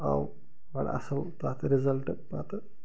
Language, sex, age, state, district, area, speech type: Kashmiri, male, 30-45, Jammu and Kashmir, Bandipora, rural, spontaneous